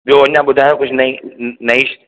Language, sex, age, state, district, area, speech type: Sindhi, male, 30-45, Madhya Pradesh, Katni, urban, conversation